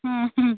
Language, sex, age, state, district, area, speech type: Odia, female, 18-30, Odisha, Balasore, rural, conversation